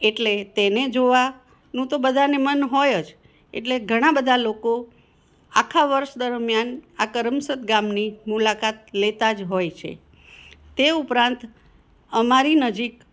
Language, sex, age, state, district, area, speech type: Gujarati, female, 60+, Gujarat, Anand, urban, spontaneous